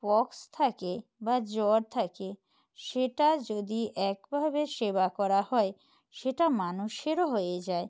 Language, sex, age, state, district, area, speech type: Bengali, female, 30-45, West Bengal, Purba Medinipur, rural, spontaneous